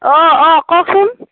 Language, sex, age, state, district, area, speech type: Assamese, female, 30-45, Assam, Morigaon, rural, conversation